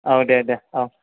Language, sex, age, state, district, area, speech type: Bodo, male, 18-30, Assam, Chirang, rural, conversation